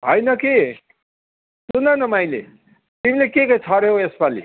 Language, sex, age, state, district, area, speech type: Nepali, male, 60+, West Bengal, Kalimpong, rural, conversation